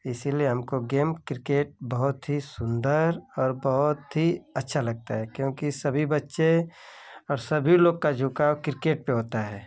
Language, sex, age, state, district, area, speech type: Hindi, male, 30-45, Uttar Pradesh, Ghazipur, urban, spontaneous